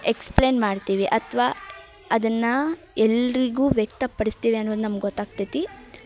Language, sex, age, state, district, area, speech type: Kannada, female, 18-30, Karnataka, Dharwad, urban, spontaneous